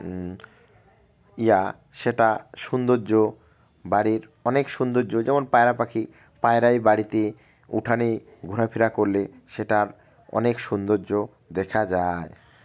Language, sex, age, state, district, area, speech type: Bengali, male, 30-45, West Bengal, Alipurduar, rural, spontaneous